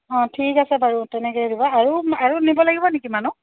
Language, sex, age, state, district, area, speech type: Assamese, female, 30-45, Assam, Dibrugarh, rural, conversation